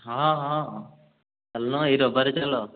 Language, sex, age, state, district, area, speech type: Odia, male, 18-30, Odisha, Puri, urban, conversation